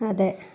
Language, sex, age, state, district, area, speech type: Malayalam, female, 60+, Kerala, Wayanad, rural, spontaneous